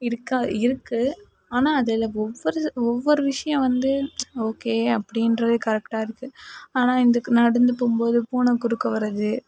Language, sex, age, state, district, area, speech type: Tamil, female, 30-45, Tamil Nadu, Mayiladuthurai, urban, spontaneous